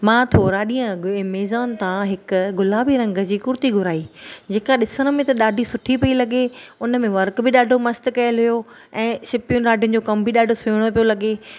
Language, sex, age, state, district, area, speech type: Sindhi, female, 45-60, Maharashtra, Thane, urban, spontaneous